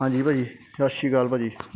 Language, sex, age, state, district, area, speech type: Punjabi, male, 18-30, Punjab, Kapurthala, urban, spontaneous